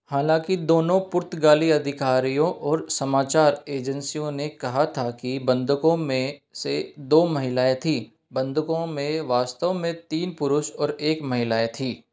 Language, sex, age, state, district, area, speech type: Hindi, male, 18-30, Rajasthan, Jaipur, urban, read